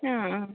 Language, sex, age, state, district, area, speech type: Malayalam, female, 30-45, Kerala, Kozhikode, urban, conversation